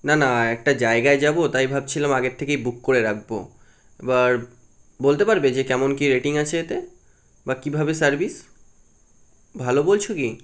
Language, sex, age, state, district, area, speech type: Bengali, male, 18-30, West Bengal, Kolkata, urban, spontaneous